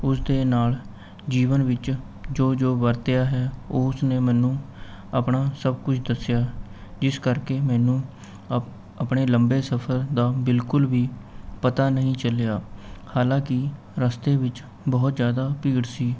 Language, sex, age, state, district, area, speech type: Punjabi, male, 18-30, Punjab, Mohali, urban, spontaneous